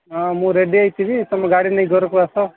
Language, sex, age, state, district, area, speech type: Odia, male, 45-60, Odisha, Nabarangpur, rural, conversation